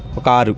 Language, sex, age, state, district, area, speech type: Telugu, male, 30-45, Andhra Pradesh, Bapatla, urban, spontaneous